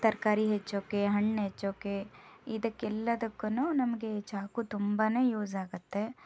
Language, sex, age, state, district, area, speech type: Kannada, female, 30-45, Karnataka, Shimoga, rural, spontaneous